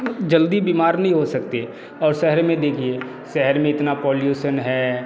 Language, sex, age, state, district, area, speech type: Hindi, male, 30-45, Bihar, Darbhanga, rural, spontaneous